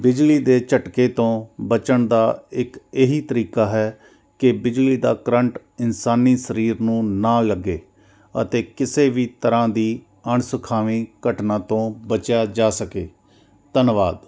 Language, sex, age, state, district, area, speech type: Punjabi, male, 45-60, Punjab, Jalandhar, urban, spontaneous